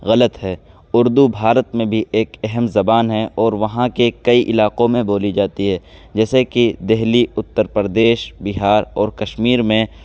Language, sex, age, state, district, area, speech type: Urdu, male, 18-30, Uttar Pradesh, Saharanpur, urban, spontaneous